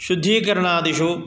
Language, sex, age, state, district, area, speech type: Sanskrit, male, 45-60, Karnataka, Udupi, urban, spontaneous